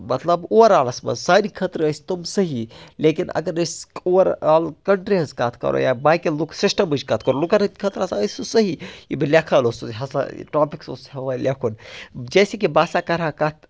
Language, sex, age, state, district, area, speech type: Kashmiri, male, 18-30, Jammu and Kashmir, Baramulla, rural, spontaneous